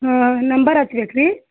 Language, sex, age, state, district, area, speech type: Kannada, female, 60+, Karnataka, Belgaum, rural, conversation